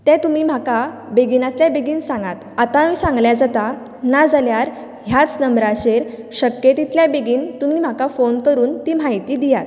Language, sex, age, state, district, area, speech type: Goan Konkani, female, 18-30, Goa, Canacona, rural, spontaneous